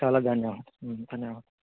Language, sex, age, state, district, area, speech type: Telugu, male, 18-30, Andhra Pradesh, Visakhapatnam, urban, conversation